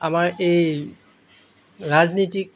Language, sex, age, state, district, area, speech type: Assamese, male, 60+, Assam, Golaghat, urban, spontaneous